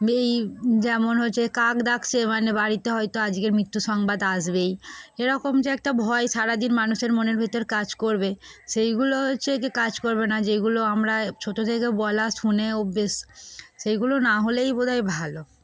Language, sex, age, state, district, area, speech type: Bengali, female, 18-30, West Bengal, Darjeeling, urban, spontaneous